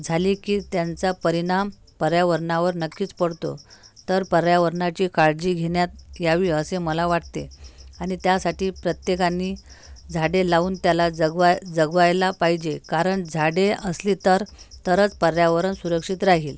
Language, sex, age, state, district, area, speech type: Marathi, female, 30-45, Maharashtra, Amravati, urban, spontaneous